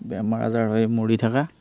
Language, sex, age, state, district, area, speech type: Assamese, male, 30-45, Assam, Darrang, rural, spontaneous